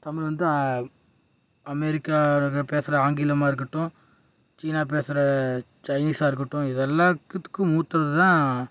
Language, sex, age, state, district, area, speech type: Tamil, male, 18-30, Tamil Nadu, Tiruppur, rural, spontaneous